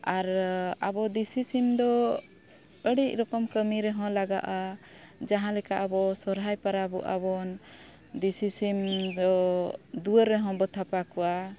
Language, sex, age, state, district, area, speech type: Santali, female, 30-45, Jharkhand, Bokaro, rural, spontaneous